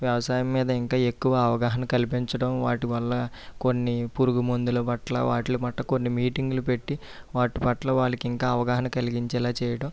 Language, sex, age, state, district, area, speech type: Telugu, male, 30-45, Andhra Pradesh, East Godavari, rural, spontaneous